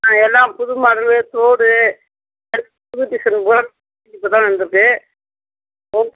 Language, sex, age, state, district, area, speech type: Tamil, female, 45-60, Tamil Nadu, Cuddalore, rural, conversation